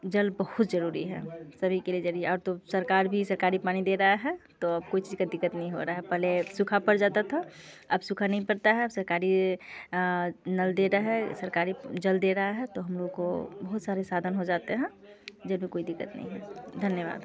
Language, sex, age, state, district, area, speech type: Hindi, female, 30-45, Bihar, Muzaffarpur, urban, spontaneous